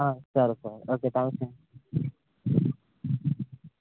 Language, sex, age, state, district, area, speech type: Telugu, male, 18-30, Telangana, Bhadradri Kothagudem, urban, conversation